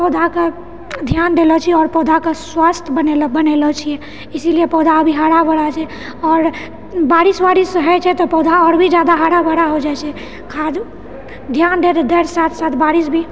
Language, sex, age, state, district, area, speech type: Maithili, female, 30-45, Bihar, Purnia, rural, spontaneous